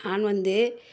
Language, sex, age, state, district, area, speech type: Tamil, female, 60+, Tamil Nadu, Mayiladuthurai, urban, spontaneous